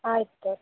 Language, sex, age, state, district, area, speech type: Kannada, female, 18-30, Karnataka, Gadag, rural, conversation